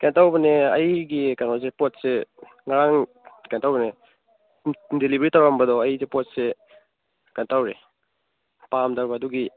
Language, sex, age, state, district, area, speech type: Manipuri, male, 18-30, Manipur, Churachandpur, rural, conversation